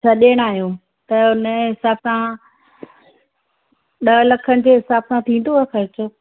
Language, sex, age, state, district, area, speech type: Sindhi, female, 30-45, Gujarat, Surat, urban, conversation